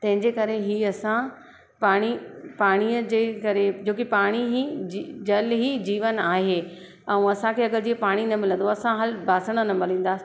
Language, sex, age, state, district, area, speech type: Sindhi, female, 30-45, Madhya Pradesh, Katni, urban, spontaneous